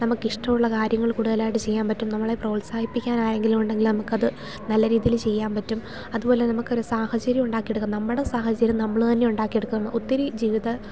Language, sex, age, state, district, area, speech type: Malayalam, female, 30-45, Kerala, Idukki, rural, spontaneous